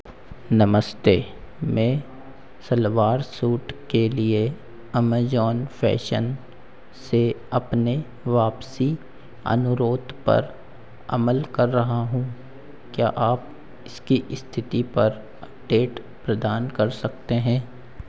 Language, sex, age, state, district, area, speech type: Hindi, male, 60+, Madhya Pradesh, Harda, urban, read